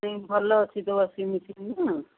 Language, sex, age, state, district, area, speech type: Odia, female, 60+, Odisha, Gajapati, rural, conversation